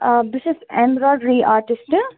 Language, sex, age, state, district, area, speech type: Kashmiri, female, 18-30, Jammu and Kashmir, Ganderbal, rural, conversation